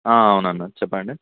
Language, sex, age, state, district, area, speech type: Telugu, male, 18-30, Telangana, Ranga Reddy, rural, conversation